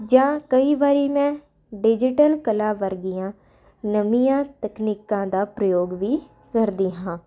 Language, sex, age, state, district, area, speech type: Punjabi, female, 18-30, Punjab, Ludhiana, urban, spontaneous